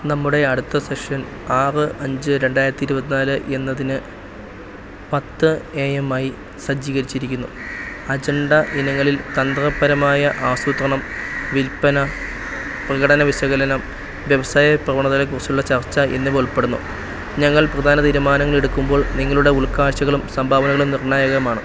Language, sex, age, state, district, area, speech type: Malayalam, male, 30-45, Kerala, Idukki, rural, read